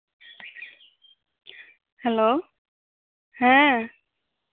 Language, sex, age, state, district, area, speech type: Santali, female, 18-30, West Bengal, Birbhum, rural, conversation